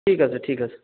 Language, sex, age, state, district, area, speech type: Bengali, male, 30-45, West Bengal, Cooch Behar, urban, conversation